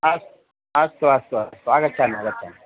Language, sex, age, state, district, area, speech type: Sanskrit, male, 45-60, Karnataka, Vijayapura, urban, conversation